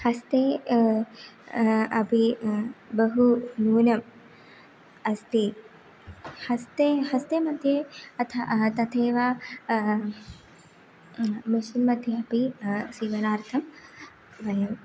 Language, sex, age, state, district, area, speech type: Sanskrit, female, 18-30, Kerala, Kannur, rural, spontaneous